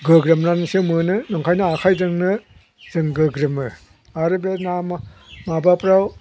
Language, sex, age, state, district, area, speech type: Bodo, male, 60+, Assam, Chirang, rural, spontaneous